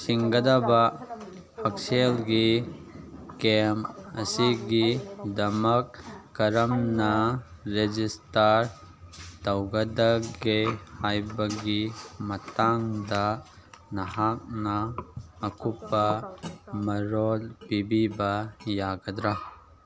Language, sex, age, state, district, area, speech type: Manipuri, male, 18-30, Manipur, Kangpokpi, urban, read